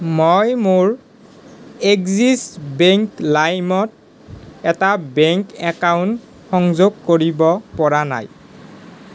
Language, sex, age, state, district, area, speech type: Assamese, male, 18-30, Assam, Nalbari, rural, read